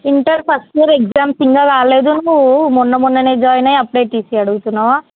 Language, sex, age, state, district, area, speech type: Telugu, female, 18-30, Telangana, Vikarabad, rural, conversation